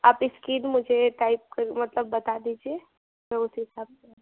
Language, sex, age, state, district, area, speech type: Hindi, female, 18-30, Uttar Pradesh, Sonbhadra, rural, conversation